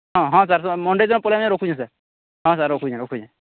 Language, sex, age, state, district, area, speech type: Odia, male, 30-45, Odisha, Sambalpur, rural, conversation